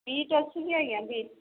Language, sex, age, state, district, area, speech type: Odia, female, 30-45, Odisha, Boudh, rural, conversation